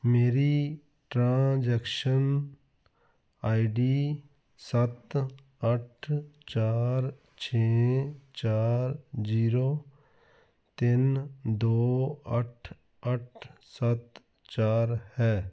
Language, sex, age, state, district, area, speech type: Punjabi, male, 45-60, Punjab, Fazilka, rural, read